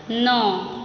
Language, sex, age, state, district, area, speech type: Maithili, female, 18-30, Bihar, Supaul, rural, read